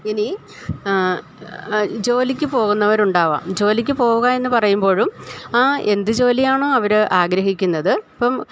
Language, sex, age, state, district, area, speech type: Malayalam, female, 60+, Kerala, Idukki, rural, spontaneous